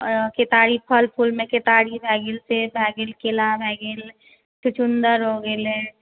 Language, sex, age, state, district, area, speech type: Maithili, female, 30-45, Bihar, Purnia, urban, conversation